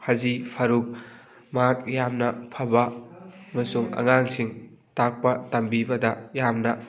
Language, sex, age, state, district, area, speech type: Manipuri, male, 18-30, Manipur, Thoubal, rural, spontaneous